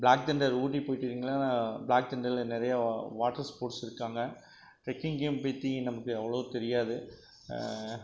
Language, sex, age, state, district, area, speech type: Tamil, male, 45-60, Tamil Nadu, Krishnagiri, rural, spontaneous